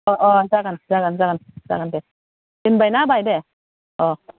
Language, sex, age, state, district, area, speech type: Bodo, female, 45-60, Assam, Udalguri, rural, conversation